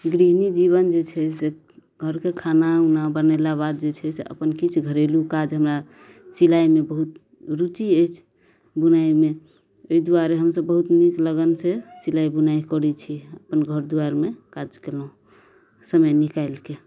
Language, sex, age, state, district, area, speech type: Maithili, female, 30-45, Bihar, Madhubani, rural, spontaneous